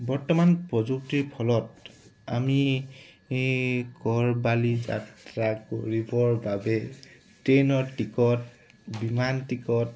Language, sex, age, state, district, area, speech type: Assamese, male, 18-30, Assam, Tinsukia, urban, spontaneous